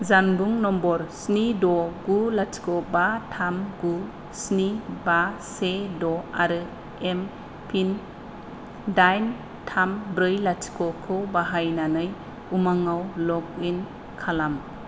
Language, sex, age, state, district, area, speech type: Bodo, female, 45-60, Assam, Kokrajhar, rural, read